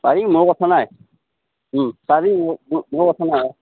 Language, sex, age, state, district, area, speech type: Assamese, male, 18-30, Assam, Darrang, rural, conversation